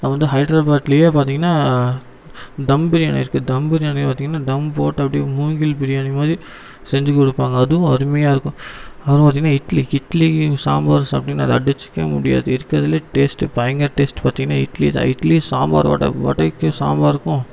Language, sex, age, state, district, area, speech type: Tamil, male, 18-30, Tamil Nadu, Erode, rural, spontaneous